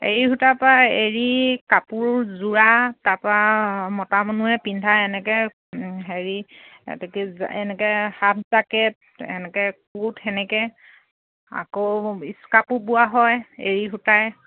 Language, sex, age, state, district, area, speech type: Assamese, female, 30-45, Assam, Dhemaji, rural, conversation